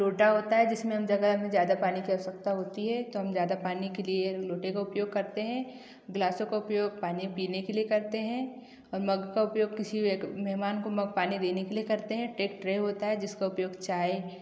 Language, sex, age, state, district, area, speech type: Hindi, female, 18-30, Madhya Pradesh, Betul, rural, spontaneous